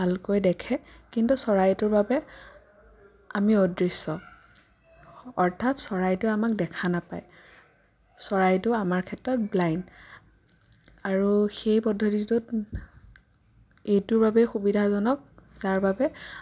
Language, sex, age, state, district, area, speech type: Assamese, female, 18-30, Assam, Sonitpur, rural, spontaneous